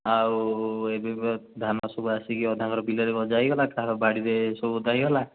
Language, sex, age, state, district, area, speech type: Odia, male, 18-30, Odisha, Puri, urban, conversation